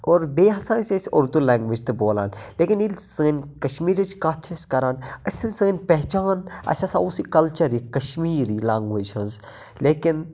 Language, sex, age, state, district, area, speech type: Kashmiri, male, 30-45, Jammu and Kashmir, Budgam, rural, spontaneous